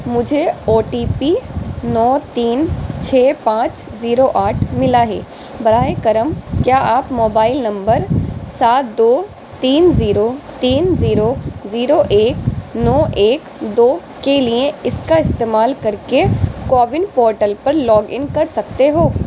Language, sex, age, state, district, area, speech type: Urdu, female, 18-30, Delhi, East Delhi, urban, read